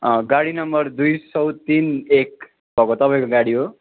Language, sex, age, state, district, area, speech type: Nepali, male, 18-30, West Bengal, Darjeeling, rural, conversation